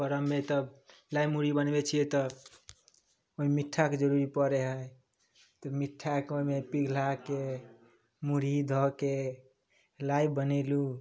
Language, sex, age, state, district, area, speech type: Maithili, male, 18-30, Bihar, Samastipur, urban, spontaneous